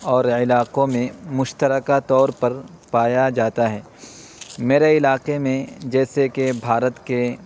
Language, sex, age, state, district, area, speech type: Urdu, male, 30-45, Uttar Pradesh, Muzaffarnagar, urban, spontaneous